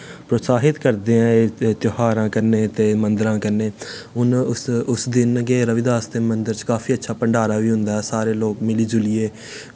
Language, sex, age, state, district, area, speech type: Dogri, male, 18-30, Jammu and Kashmir, Samba, rural, spontaneous